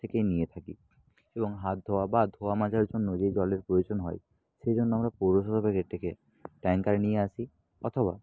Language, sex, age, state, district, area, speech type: Bengali, male, 18-30, West Bengal, South 24 Parganas, rural, spontaneous